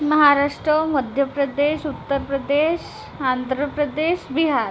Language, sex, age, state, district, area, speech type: Marathi, female, 30-45, Maharashtra, Nagpur, urban, spontaneous